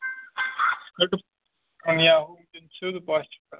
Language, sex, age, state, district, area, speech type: Kashmiri, male, 18-30, Jammu and Kashmir, Kupwara, urban, conversation